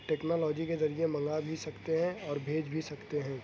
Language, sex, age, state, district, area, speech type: Urdu, male, 18-30, Maharashtra, Nashik, urban, spontaneous